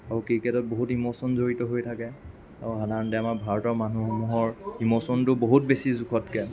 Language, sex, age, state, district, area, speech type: Assamese, male, 45-60, Assam, Lakhimpur, rural, spontaneous